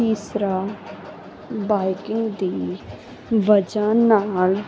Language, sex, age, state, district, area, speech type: Punjabi, female, 18-30, Punjab, Muktsar, urban, spontaneous